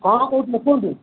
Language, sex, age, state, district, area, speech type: Odia, male, 30-45, Odisha, Puri, urban, conversation